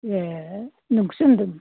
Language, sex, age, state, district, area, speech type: Bodo, female, 60+, Assam, Kokrajhar, rural, conversation